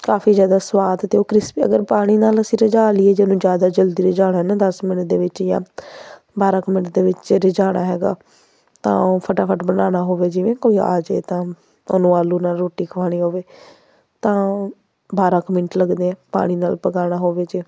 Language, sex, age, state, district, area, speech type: Punjabi, female, 18-30, Punjab, Patiala, urban, spontaneous